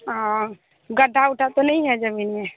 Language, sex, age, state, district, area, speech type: Hindi, female, 18-30, Bihar, Madhepura, rural, conversation